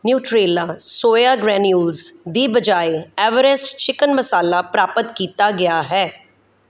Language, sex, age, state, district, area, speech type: Punjabi, female, 45-60, Punjab, Kapurthala, rural, read